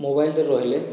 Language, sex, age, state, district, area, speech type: Odia, male, 45-60, Odisha, Boudh, rural, spontaneous